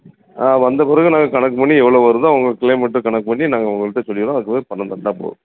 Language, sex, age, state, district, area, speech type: Tamil, male, 60+, Tamil Nadu, Thoothukudi, rural, conversation